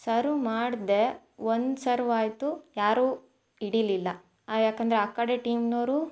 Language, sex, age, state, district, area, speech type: Kannada, female, 18-30, Karnataka, Chitradurga, rural, spontaneous